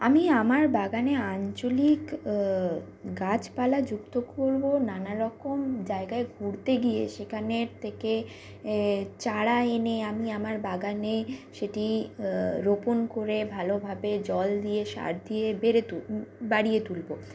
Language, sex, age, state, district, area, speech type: Bengali, female, 30-45, West Bengal, Bankura, urban, spontaneous